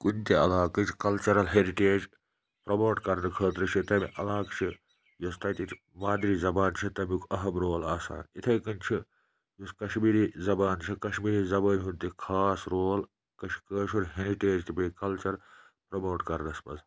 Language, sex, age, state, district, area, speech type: Kashmiri, male, 18-30, Jammu and Kashmir, Budgam, rural, spontaneous